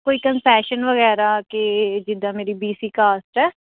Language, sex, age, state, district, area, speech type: Punjabi, female, 18-30, Punjab, Barnala, urban, conversation